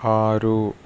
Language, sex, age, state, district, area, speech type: Telugu, male, 45-60, Andhra Pradesh, East Godavari, urban, read